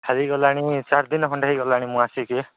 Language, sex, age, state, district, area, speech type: Odia, male, 45-60, Odisha, Nabarangpur, rural, conversation